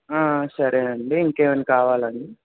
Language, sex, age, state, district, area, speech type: Telugu, male, 45-60, Andhra Pradesh, West Godavari, rural, conversation